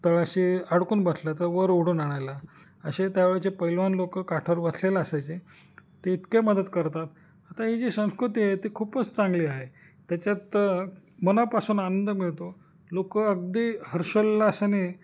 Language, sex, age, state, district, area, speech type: Marathi, male, 45-60, Maharashtra, Nashik, urban, spontaneous